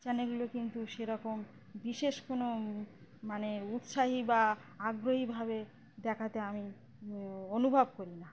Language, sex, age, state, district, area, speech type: Bengali, female, 30-45, West Bengal, Uttar Dinajpur, urban, spontaneous